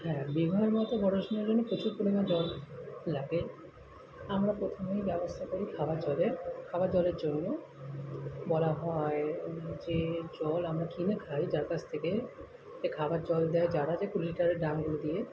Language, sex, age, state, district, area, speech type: Bengali, male, 18-30, West Bengal, South 24 Parganas, urban, spontaneous